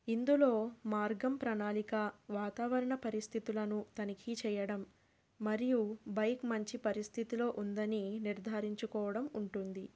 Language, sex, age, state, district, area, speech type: Telugu, female, 30-45, Andhra Pradesh, Krishna, urban, spontaneous